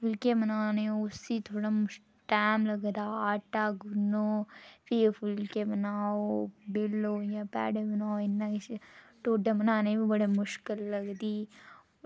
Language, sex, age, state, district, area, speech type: Dogri, female, 30-45, Jammu and Kashmir, Reasi, rural, spontaneous